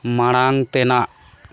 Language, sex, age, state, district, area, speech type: Santali, male, 30-45, West Bengal, Malda, rural, read